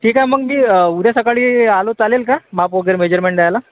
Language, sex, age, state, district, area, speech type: Marathi, male, 30-45, Maharashtra, Akola, urban, conversation